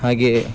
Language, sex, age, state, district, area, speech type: Kannada, male, 30-45, Karnataka, Dakshina Kannada, rural, spontaneous